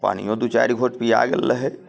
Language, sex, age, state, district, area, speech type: Maithili, male, 30-45, Bihar, Muzaffarpur, urban, spontaneous